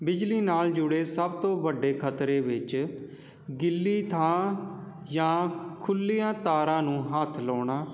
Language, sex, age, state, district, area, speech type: Punjabi, male, 30-45, Punjab, Jalandhar, urban, spontaneous